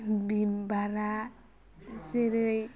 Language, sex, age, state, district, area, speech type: Bodo, female, 18-30, Assam, Baksa, rural, spontaneous